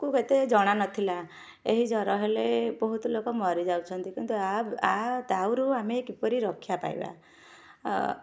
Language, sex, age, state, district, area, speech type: Odia, female, 45-60, Odisha, Kendujhar, urban, spontaneous